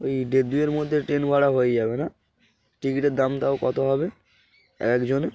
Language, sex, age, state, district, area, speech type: Bengali, male, 18-30, West Bengal, Darjeeling, urban, spontaneous